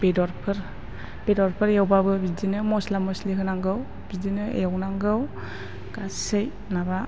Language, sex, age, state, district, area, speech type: Bodo, female, 45-60, Assam, Chirang, urban, spontaneous